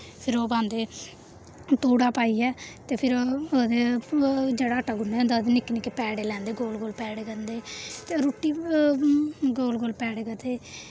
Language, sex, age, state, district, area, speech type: Dogri, female, 18-30, Jammu and Kashmir, Samba, rural, spontaneous